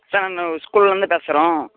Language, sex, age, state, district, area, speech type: Tamil, male, 18-30, Tamil Nadu, Dharmapuri, rural, conversation